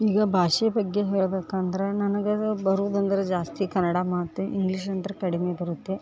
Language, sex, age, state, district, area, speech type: Kannada, female, 18-30, Karnataka, Dharwad, urban, spontaneous